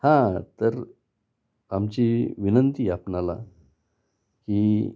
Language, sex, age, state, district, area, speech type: Marathi, male, 45-60, Maharashtra, Nashik, urban, spontaneous